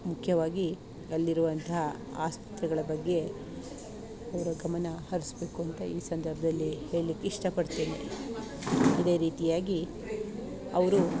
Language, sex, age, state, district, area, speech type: Kannada, female, 45-60, Karnataka, Chikkamagaluru, rural, spontaneous